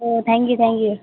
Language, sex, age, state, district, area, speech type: Nepali, female, 18-30, West Bengal, Alipurduar, urban, conversation